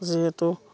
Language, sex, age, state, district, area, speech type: Assamese, female, 45-60, Assam, Udalguri, rural, spontaneous